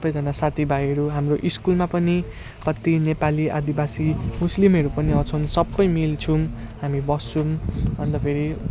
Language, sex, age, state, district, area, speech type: Nepali, male, 18-30, West Bengal, Jalpaiguri, rural, spontaneous